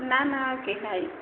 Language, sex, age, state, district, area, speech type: Odia, female, 30-45, Odisha, Sambalpur, rural, conversation